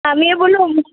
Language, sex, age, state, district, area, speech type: Assamese, female, 18-30, Assam, Darrang, rural, conversation